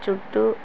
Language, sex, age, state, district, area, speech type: Telugu, female, 18-30, Andhra Pradesh, Kurnool, rural, spontaneous